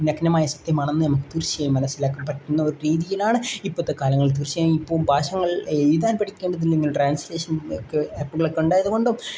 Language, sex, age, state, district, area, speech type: Malayalam, male, 18-30, Kerala, Kozhikode, rural, spontaneous